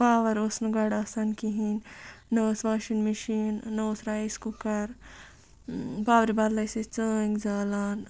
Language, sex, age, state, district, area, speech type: Kashmiri, female, 45-60, Jammu and Kashmir, Ganderbal, rural, spontaneous